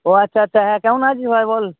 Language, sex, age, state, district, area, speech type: Bengali, male, 30-45, West Bengal, North 24 Parganas, urban, conversation